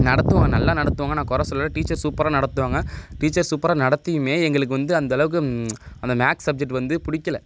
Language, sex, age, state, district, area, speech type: Tamil, male, 18-30, Tamil Nadu, Nagapattinam, rural, spontaneous